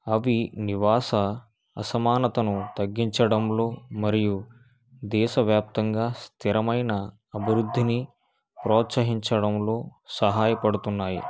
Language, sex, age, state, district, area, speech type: Telugu, male, 45-60, Andhra Pradesh, East Godavari, rural, spontaneous